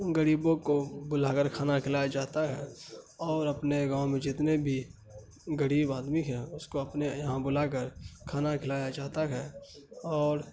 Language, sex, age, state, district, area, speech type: Urdu, male, 18-30, Bihar, Saharsa, rural, spontaneous